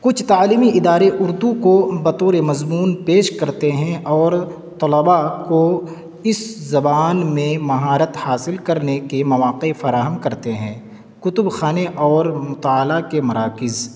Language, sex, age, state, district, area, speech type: Urdu, male, 18-30, Uttar Pradesh, Siddharthnagar, rural, spontaneous